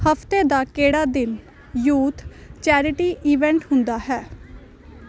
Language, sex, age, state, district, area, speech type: Punjabi, female, 18-30, Punjab, Hoshiarpur, urban, read